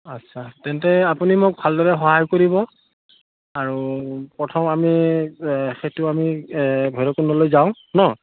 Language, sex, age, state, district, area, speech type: Assamese, male, 45-60, Assam, Udalguri, rural, conversation